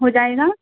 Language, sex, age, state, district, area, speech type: Hindi, female, 18-30, Madhya Pradesh, Ujjain, urban, conversation